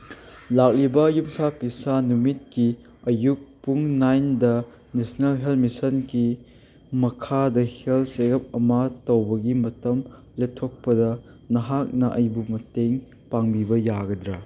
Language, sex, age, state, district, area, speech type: Manipuri, male, 18-30, Manipur, Chandel, rural, read